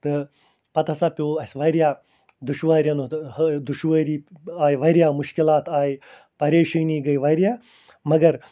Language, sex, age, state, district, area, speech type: Kashmiri, male, 45-60, Jammu and Kashmir, Ganderbal, rural, spontaneous